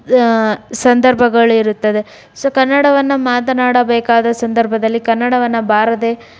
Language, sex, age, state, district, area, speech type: Kannada, female, 30-45, Karnataka, Davanagere, urban, spontaneous